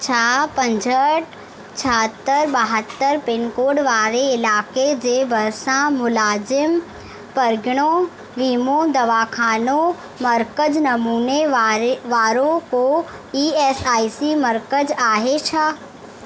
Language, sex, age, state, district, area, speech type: Sindhi, female, 18-30, Madhya Pradesh, Katni, rural, read